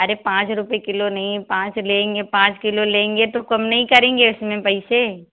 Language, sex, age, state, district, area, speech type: Hindi, female, 60+, Madhya Pradesh, Jabalpur, urban, conversation